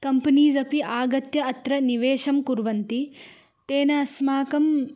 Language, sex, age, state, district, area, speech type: Sanskrit, female, 18-30, Karnataka, Belgaum, urban, spontaneous